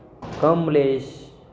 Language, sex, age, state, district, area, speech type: Marathi, male, 30-45, Maharashtra, Hingoli, urban, spontaneous